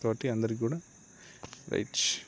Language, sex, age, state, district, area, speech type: Telugu, male, 18-30, Telangana, Peddapalli, rural, spontaneous